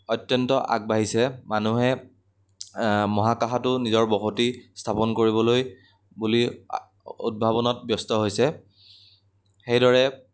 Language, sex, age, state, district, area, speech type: Assamese, male, 18-30, Assam, Majuli, rural, spontaneous